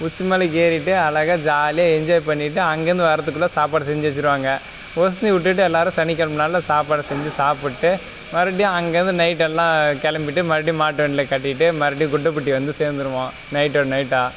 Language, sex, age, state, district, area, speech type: Tamil, male, 30-45, Tamil Nadu, Dharmapuri, rural, spontaneous